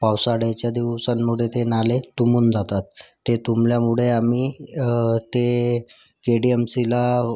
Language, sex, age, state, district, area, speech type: Marathi, male, 30-45, Maharashtra, Thane, urban, spontaneous